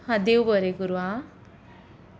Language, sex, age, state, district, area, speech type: Goan Konkani, female, 18-30, Goa, Quepem, rural, spontaneous